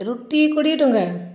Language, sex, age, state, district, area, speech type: Odia, female, 45-60, Odisha, Puri, urban, spontaneous